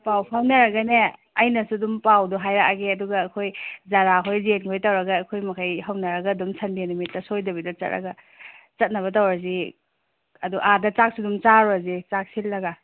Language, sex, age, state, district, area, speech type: Manipuri, female, 45-60, Manipur, Tengnoupal, rural, conversation